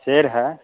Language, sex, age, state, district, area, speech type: Hindi, male, 45-60, Bihar, Samastipur, urban, conversation